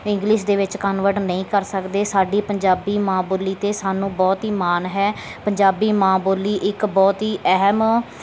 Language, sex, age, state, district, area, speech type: Punjabi, female, 30-45, Punjab, Bathinda, rural, spontaneous